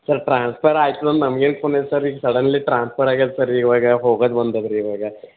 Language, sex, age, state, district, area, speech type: Kannada, male, 18-30, Karnataka, Bidar, urban, conversation